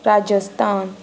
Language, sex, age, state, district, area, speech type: Goan Konkani, female, 18-30, Goa, Ponda, rural, spontaneous